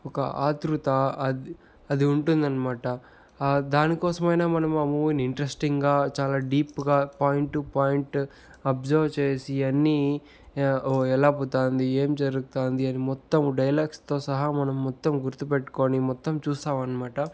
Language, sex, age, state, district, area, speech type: Telugu, male, 30-45, Andhra Pradesh, Sri Balaji, rural, spontaneous